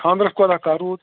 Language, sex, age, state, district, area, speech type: Kashmiri, male, 60+, Jammu and Kashmir, Srinagar, rural, conversation